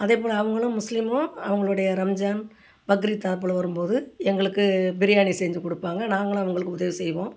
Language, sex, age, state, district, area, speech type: Tamil, female, 60+, Tamil Nadu, Ariyalur, rural, spontaneous